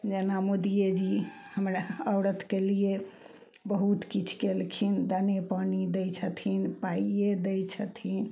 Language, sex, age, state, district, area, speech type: Maithili, female, 60+, Bihar, Samastipur, rural, spontaneous